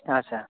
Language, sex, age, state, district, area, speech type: Nepali, male, 18-30, West Bengal, Darjeeling, urban, conversation